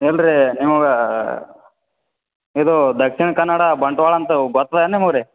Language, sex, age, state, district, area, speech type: Kannada, male, 18-30, Karnataka, Gulbarga, urban, conversation